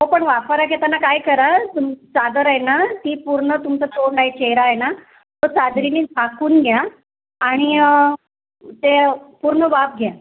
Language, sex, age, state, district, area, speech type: Marathi, female, 30-45, Maharashtra, Raigad, rural, conversation